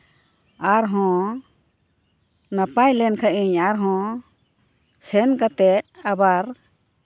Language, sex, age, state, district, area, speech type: Santali, female, 60+, West Bengal, Purba Bardhaman, rural, spontaneous